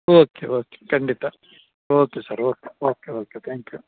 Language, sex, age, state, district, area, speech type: Kannada, male, 45-60, Karnataka, Udupi, rural, conversation